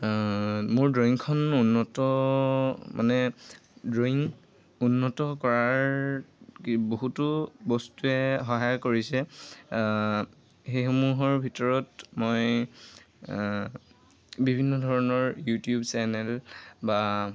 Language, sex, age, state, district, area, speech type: Assamese, male, 18-30, Assam, Lakhimpur, rural, spontaneous